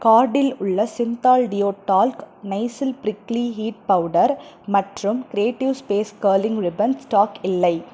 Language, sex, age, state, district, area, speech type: Tamil, female, 18-30, Tamil Nadu, Krishnagiri, rural, read